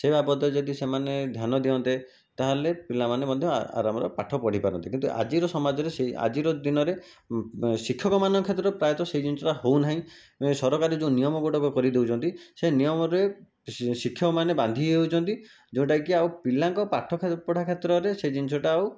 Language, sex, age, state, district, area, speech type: Odia, male, 45-60, Odisha, Jajpur, rural, spontaneous